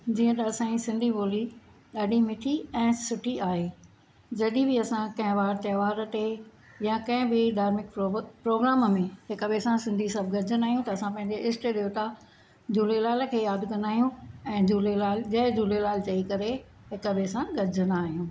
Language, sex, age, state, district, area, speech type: Sindhi, female, 45-60, Maharashtra, Thane, urban, spontaneous